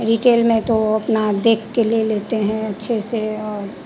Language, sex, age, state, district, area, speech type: Hindi, female, 45-60, Bihar, Madhepura, rural, spontaneous